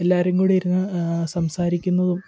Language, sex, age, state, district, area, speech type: Malayalam, male, 18-30, Kerala, Kottayam, rural, spontaneous